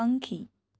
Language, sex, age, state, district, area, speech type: Gujarati, female, 30-45, Gujarat, Surat, rural, read